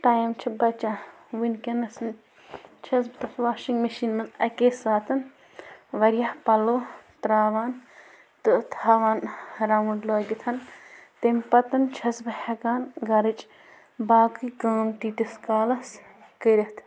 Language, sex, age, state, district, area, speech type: Kashmiri, female, 18-30, Jammu and Kashmir, Bandipora, rural, spontaneous